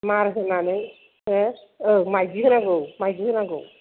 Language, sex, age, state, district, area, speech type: Bodo, female, 45-60, Assam, Kokrajhar, urban, conversation